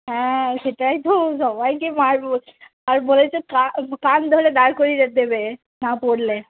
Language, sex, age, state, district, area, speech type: Bengali, female, 30-45, West Bengal, Cooch Behar, rural, conversation